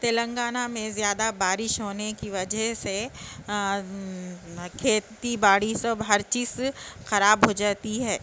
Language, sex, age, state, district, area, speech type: Urdu, female, 60+, Telangana, Hyderabad, urban, spontaneous